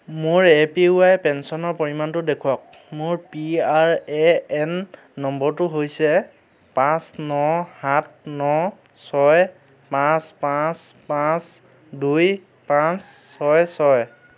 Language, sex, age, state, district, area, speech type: Assamese, male, 30-45, Assam, Dhemaji, urban, read